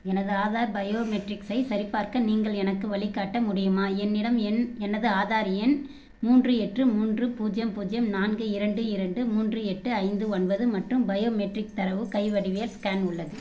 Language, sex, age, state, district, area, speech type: Tamil, female, 30-45, Tamil Nadu, Tirupattur, rural, read